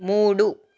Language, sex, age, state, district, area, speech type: Telugu, female, 18-30, Telangana, Hyderabad, urban, read